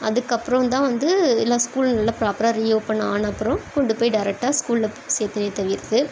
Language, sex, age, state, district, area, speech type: Tamil, female, 30-45, Tamil Nadu, Chennai, urban, spontaneous